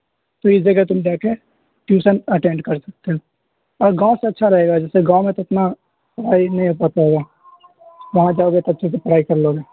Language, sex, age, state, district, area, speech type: Urdu, male, 18-30, Bihar, Khagaria, rural, conversation